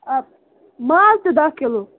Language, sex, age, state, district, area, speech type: Kashmiri, female, 45-60, Jammu and Kashmir, Bandipora, urban, conversation